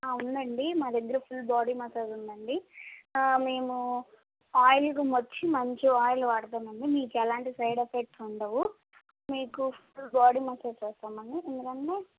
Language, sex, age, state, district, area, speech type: Telugu, female, 18-30, Andhra Pradesh, Guntur, urban, conversation